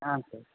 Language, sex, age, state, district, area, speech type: Kannada, male, 18-30, Karnataka, Gadag, rural, conversation